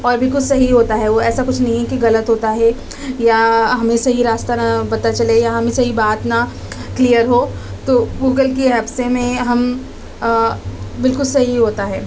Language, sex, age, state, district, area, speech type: Urdu, female, 30-45, Delhi, East Delhi, urban, spontaneous